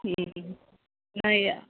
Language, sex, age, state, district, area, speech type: Marathi, female, 30-45, Maharashtra, Kolhapur, urban, conversation